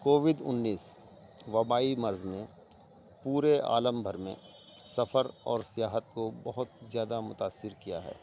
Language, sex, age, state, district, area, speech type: Urdu, male, 45-60, Delhi, East Delhi, urban, spontaneous